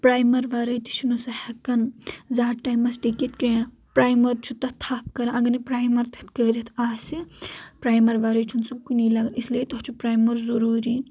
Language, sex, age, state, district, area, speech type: Kashmiri, female, 18-30, Jammu and Kashmir, Anantnag, rural, spontaneous